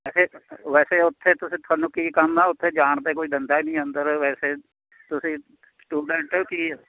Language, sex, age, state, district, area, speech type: Punjabi, male, 60+, Punjab, Mohali, rural, conversation